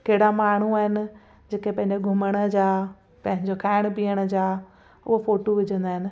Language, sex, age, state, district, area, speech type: Sindhi, female, 30-45, Gujarat, Kutch, urban, spontaneous